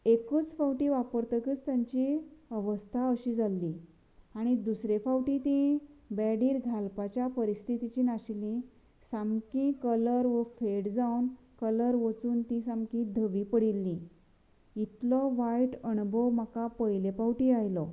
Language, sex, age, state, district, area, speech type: Goan Konkani, female, 30-45, Goa, Canacona, rural, spontaneous